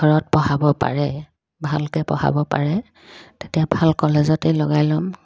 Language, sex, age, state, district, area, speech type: Assamese, female, 30-45, Assam, Dibrugarh, rural, spontaneous